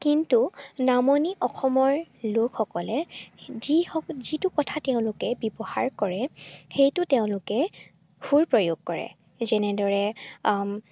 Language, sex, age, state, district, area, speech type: Assamese, female, 18-30, Assam, Charaideo, rural, spontaneous